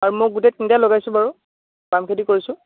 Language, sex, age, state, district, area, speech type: Assamese, male, 18-30, Assam, Dhemaji, rural, conversation